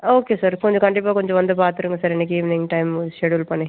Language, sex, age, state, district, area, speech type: Tamil, female, 18-30, Tamil Nadu, Pudukkottai, rural, conversation